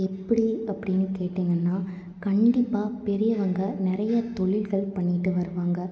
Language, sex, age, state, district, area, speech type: Tamil, female, 18-30, Tamil Nadu, Tiruppur, rural, spontaneous